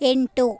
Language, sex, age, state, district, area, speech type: Kannada, female, 18-30, Karnataka, Chamarajanagar, urban, read